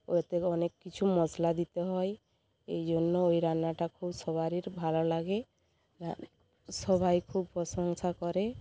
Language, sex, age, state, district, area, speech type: Bengali, female, 45-60, West Bengal, Bankura, rural, spontaneous